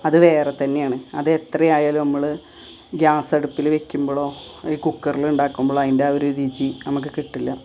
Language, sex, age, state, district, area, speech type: Malayalam, female, 30-45, Kerala, Malappuram, rural, spontaneous